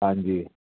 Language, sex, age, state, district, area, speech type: Punjabi, male, 30-45, Punjab, Fazilka, rural, conversation